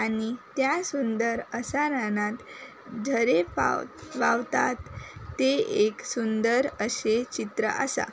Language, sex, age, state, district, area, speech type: Goan Konkani, female, 18-30, Goa, Ponda, rural, spontaneous